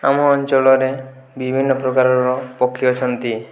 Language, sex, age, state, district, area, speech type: Odia, male, 18-30, Odisha, Boudh, rural, spontaneous